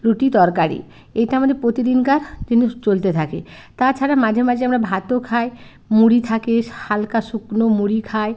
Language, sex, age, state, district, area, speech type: Bengali, female, 45-60, West Bengal, Hooghly, rural, spontaneous